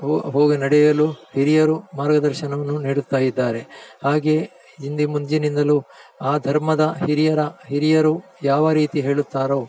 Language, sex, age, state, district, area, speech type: Kannada, male, 45-60, Karnataka, Dakshina Kannada, rural, spontaneous